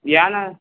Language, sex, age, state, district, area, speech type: Marathi, male, 18-30, Maharashtra, Akola, rural, conversation